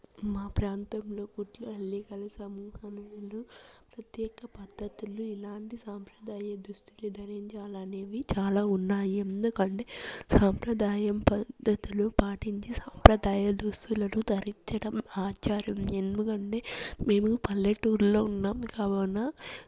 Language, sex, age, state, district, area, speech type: Telugu, female, 18-30, Andhra Pradesh, Chittoor, urban, spontaneous